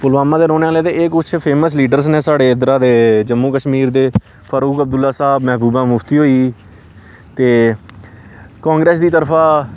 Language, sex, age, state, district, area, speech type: Dogri, male, 18-30, Jammu and Kashmir, Samba, rural, spontaneous